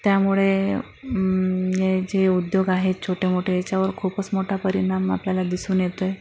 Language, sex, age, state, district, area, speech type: Marathi, female, 45-60, Maharashtra, Akola, urban, spontaneous